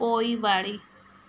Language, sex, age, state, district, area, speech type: Sindhi, female, 30-45, Madhya Pradesh, Katni, urban, read